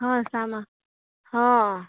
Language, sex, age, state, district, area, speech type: Gujarati, female, 30-45, Gujarat, Narmada, rural, conversation